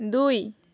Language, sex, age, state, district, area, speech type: Bengali, female, 30-45, West Bengal, Bankura, urban, read